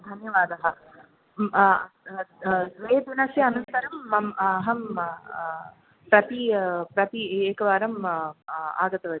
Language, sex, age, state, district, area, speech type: Sanskrit, female, 30-45, Tamil Nadu, Tiruchirappalli, urban, conversation